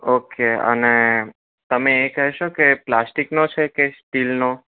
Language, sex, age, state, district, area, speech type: Gujarati, male, 18-30, Gujarat, Anand, urban, conversation